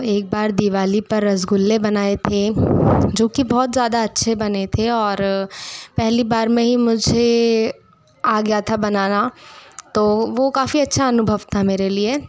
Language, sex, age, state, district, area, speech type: Hindi, female, 60+, Madhya Pradesh, Bhopal, urban, spontaneous